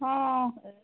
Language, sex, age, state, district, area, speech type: Odia, female, 45-60, Odisha, Sambalpur, rural, conversation